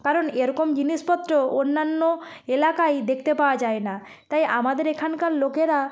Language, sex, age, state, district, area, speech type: Bengali, female, 45-60, West Bengal, Nadia, rural, spontaneous